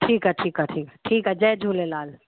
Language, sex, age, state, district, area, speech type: Sindhi, female, 45-60, Delhi, South Delhi, urban, conversation